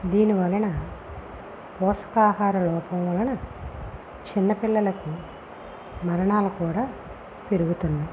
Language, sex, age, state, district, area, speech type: Telugu, female, 18-30, Andhra Pradesh, Visakhapatnam, rural, spontaneous